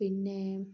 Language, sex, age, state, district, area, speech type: Malayalam, female, 30-45, Kerala, Palakkad, rural, spontaneous